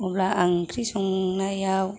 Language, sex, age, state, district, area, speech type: Bodo, female, 18-30, Assam, Kokrajhar, rural, spontaneous